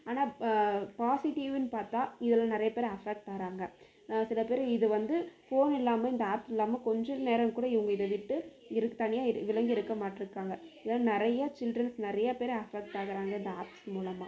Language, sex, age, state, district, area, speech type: Tamil, female, 18-30, Tamil Nadu, Krishnagiri, rural, spontaneous